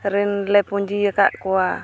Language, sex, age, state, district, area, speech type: Santali, female, 30-45, Jharkhand, East Singhbhum, rural, spontaneous